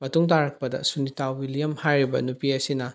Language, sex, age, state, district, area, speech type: Manipuri, male, 18-30, Manipur, Bishnupur, rural, spontaneous